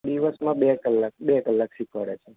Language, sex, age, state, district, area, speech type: Gujarati, male, 30-45, Gujarat, Anand, urban, conversation